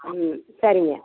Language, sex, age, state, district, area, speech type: Tamil, female, 60+, Tamil Nadu, Ariyalur, rural, conversation